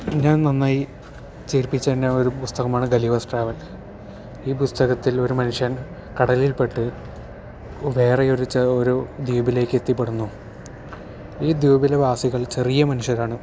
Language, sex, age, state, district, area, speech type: Malayalam, male, 18-30, Kerala, Thiruvananthapuram, urban, spontaneous